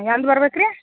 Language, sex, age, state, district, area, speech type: Kannada, female, 60+, Karnataka, Belgaum, rural, conversation